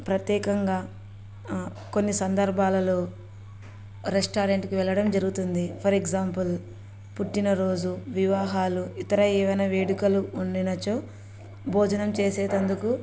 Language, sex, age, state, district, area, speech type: Telugu, female, 30-45, Andhra Pradesh, Kurnool, rural, spontaneous